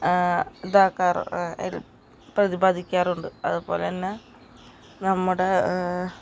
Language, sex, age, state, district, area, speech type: Malayalam, female, 18-30, Kerala, Ernakulam, rural, spontaneous